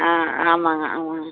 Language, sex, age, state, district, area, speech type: Tamil, female, 60+, Tamil Nadu, Coimbatore, urban, conversation